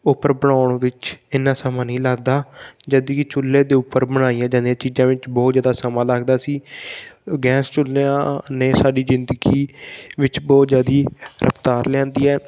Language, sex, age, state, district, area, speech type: Punjabi, male, 18-30, Punjab, Patiala, rural, spontaneous